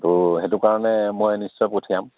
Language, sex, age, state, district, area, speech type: Assamese, male, 45-60, Assam, Charaideo, rural, conversation